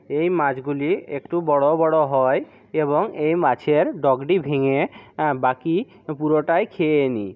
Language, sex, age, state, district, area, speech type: Bengali, male, 45-60, West Bengal, South 24 Parganas, rural, spontaneous